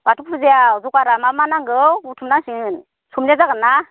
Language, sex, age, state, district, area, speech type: Bodo, female, 45-60, Assam, Baksa, rural, conversation